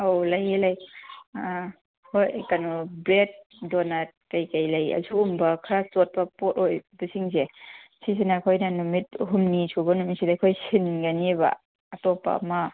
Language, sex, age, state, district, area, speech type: Manipuri, female, 45-60, Manipur, Kangpokpi, urban, conversation